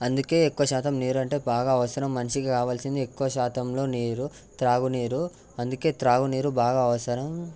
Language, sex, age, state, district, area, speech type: Telugu, male, 18-30, Telangana, Ranga Reddy, urban, spontaneous